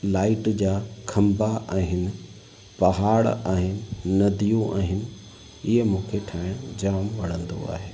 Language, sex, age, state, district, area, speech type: Sindhi, male, 30-45, Gujarat, Kutch, rural, spontaneous